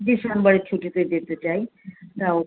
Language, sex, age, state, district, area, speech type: Bengali, female, 60+, West Bengal, Kolkata, urban, conversation